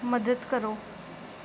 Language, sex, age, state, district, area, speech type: Punjabi, female, 18-30, Punjab, Gurdaspur, rural, read